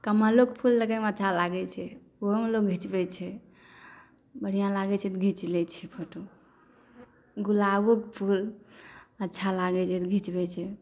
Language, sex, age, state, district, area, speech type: Maithili, female, 18-30, Bihar, Saharsa, rural, spontaneous